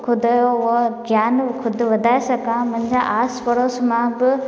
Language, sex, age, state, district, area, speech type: Sindhi, female, 18-30, Gujarat, Junagadh, urban, spontaneous